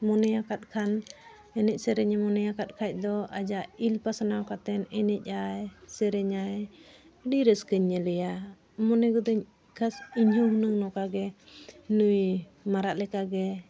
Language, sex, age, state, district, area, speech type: Santali, female, 45-60, Jharkhand, Bokaro, rural, spontaneous